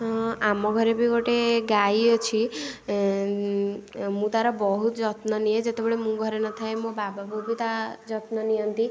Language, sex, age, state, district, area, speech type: Odia, female, 18-30, Odisha, Puri, urban, spontaneous